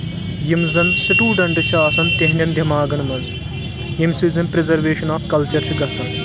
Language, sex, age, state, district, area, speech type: Kashmiri, male, 18-30, Jammu and Kashmir, Anantnag, rural, spontaneous